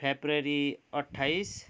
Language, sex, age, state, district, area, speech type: Nepali, male, 30-45, West Bengal, Kalimpong, rural, spontaneous